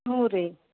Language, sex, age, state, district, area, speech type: Kannada, female, 60+, Karnataka, Belgaum, rural, conversation